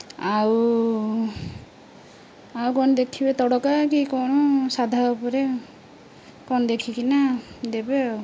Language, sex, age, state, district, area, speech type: Odia, female, 30-45, Odisha, Jagatsinghpur, rural, spontaneous